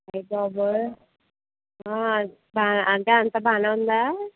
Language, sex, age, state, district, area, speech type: Telugu, female, 30-45, Andhra Pradesh, East Godavari, rural, conversation